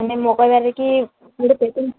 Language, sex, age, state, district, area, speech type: Odia, female, 30-45, Odisha, Sambalpur, rural, conversation